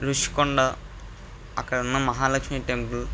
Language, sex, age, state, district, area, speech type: Telugu, male, 18-30, Andhra Pradesh, N T Rama Rao, urban, spontaneous